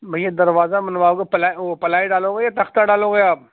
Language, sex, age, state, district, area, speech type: Urdu, male, 30-45, Uttar Pradesh, Gautam Buddha Nagar, urban, conversation